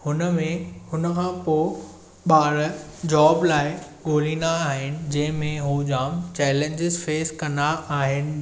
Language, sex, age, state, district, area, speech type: Sindhi, male, 18-30, Maharashtra, Thane, urban, spontaneous